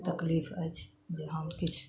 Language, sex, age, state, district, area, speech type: Maithili, female, 60+, Bihar, Madhubani, rural, spontaneous